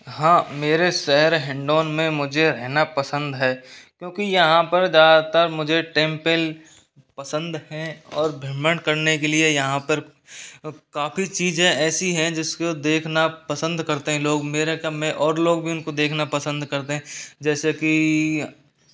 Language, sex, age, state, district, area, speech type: Hindi, male, 30-45, Rajasthan, Karauli, rural, spontaneous